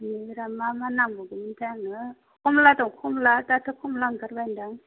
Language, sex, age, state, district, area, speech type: Bodo, female, 30-45, Assam, Chirang, rural, conversation